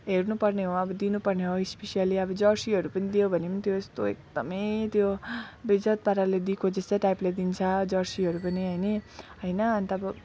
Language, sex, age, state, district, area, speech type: Nepali, female, 30-45, West Bengal, Alipurduar, urban, spontaneous